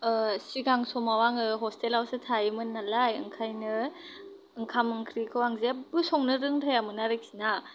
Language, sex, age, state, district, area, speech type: Bodo, female, 18-30, Assam, Kokrajhar, rural, spontaneous